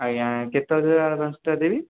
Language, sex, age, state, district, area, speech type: Odia, male, 18-30, Odisha, Puri, urban, conversation